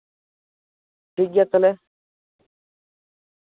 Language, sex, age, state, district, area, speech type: Santali, male, 30-45, West Bengal, Paschim Bardhaman, urban, conversation